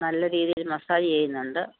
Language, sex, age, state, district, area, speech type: Malayalam, female, 45-60, Kerala, Pathanamthitta, rural, conversation